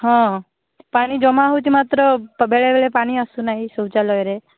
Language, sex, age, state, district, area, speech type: Odia, female, 18-30, Odisha, Malkangiri, urban, conversation